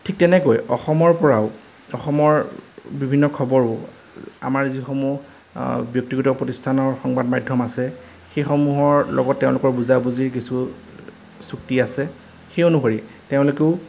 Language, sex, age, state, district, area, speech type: Assamese, male, 30-45, Assam, Majuli, urban, spontaneous